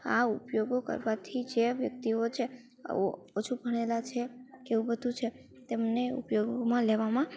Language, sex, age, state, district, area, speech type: Gujarati, female, 18-30, Gujarat, Rajkot, rural, spontaneous